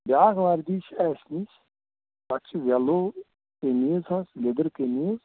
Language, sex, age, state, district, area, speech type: Kashmiri, female, 45-60, Jammu and Kashmir, Shopian, rural, conversation